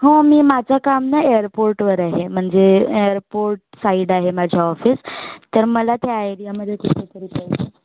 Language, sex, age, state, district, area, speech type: Marathi, female, 18-30, Maharashtra, Nagpur, urban, conversation